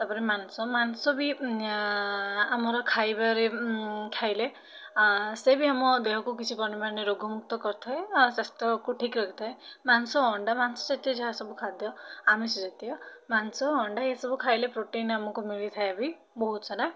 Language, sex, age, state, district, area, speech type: Odia, female, 30-45, Odisha, Bhadrak, rural, spontaneous